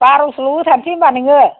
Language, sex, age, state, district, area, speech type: Bodo, female, 60+, Assam, Kokrajhar, rural, conversation